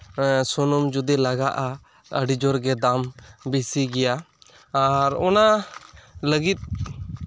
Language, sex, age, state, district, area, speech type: Santali, male, 18-30, West Bengal, Bankura, rural, spontaneous